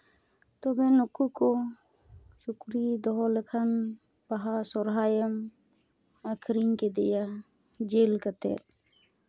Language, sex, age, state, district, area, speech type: Santali, female, 30-45, West Bengal, Paschim Bardhaman, urban, spontaneous